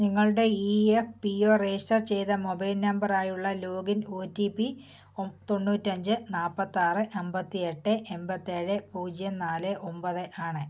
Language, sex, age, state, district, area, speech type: Malayalam, female, 45-60, Kerala, Kottayam, rural, read